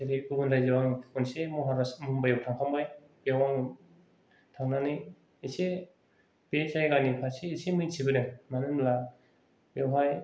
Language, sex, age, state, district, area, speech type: Bodo, male, 30-45, Assam, Kokrajhar, rural, spontaneous